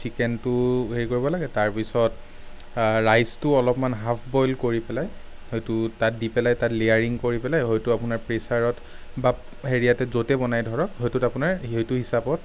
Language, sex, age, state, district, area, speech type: Assamese, male, 30-45, Assam, Sonitpur, urban, spontaneous